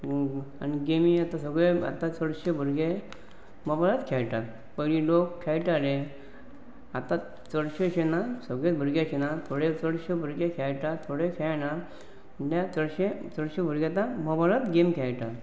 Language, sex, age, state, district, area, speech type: Goan Konkani, male, 45-60, Goa, Pernem, rural, spontaneous